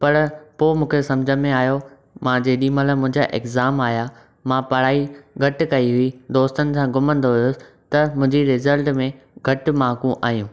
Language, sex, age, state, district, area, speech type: Sindhi, male, 18-30, Maharashtra, Thane, urban, spontaneous